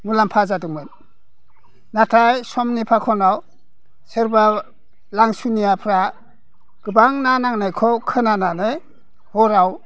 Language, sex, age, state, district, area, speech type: Bodo, male, 60+, Assam, Udalguri, rural, spontaneous